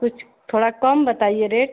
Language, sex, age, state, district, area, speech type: Hindi, female, 30-45, Uttar Pradesh, Ghazipur, rural, conversation